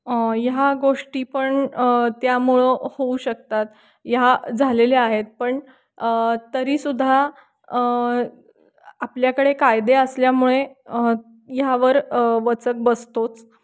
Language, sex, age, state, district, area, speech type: Marathi, female, 30-45, Maharashtra, Kolhapur, urban, spontaneous